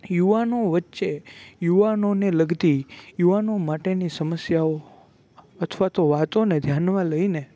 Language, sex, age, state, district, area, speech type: Gujarati, male, 18-30, Gujarat, Rajkot, urban, spontaneous